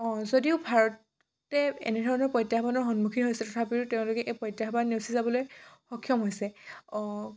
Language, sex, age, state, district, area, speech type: Assamese, female, 18-30, Assam, Dhemaji, rural, spontaneous